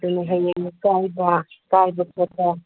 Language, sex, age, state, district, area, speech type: Manipuri, female, 60+, Manipur, Kangpokpi, urban, conversation